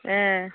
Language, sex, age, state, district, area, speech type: Bengali, male, 60+, West Bengal, Darjeeling, rural, conversation